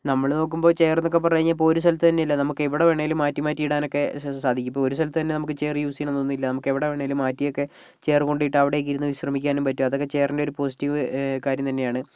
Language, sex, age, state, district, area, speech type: Malayalam, male, 18-30, Kerala, Kozhikode, urban, spontaneous